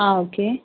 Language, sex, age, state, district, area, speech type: Tamil, female, 18-30, Tamil Nadu, Mayiladuthurai, rural, conversation